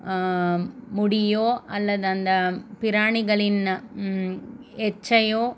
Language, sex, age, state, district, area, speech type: Tamil, female, 30-45, Tamil Nadu, Krishnagiri, rural, spontaneous